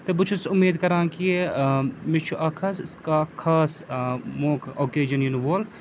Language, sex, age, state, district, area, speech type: Kashmiri, male, 45-60, Jammu and Kashmir, Srinagar, urban, spontaneous